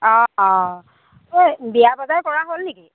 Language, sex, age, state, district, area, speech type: Assamese, female, 45-60, Assam, Jorhat, urban, conversation